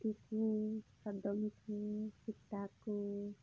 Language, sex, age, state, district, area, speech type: Santali, female, 30-45, West Bengal, Purba Bardhaman, rural, spontaneous